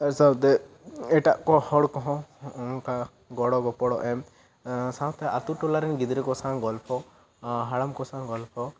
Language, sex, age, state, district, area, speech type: Santali, male, 18-30, West Bengal, Bankura, rural, spontaneous